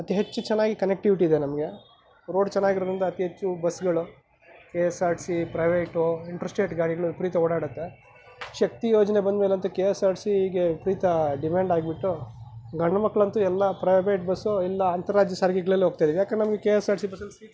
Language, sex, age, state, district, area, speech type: Kannada, male, 30-45, Karnataka, Chikkaballapur, rural, spontaneous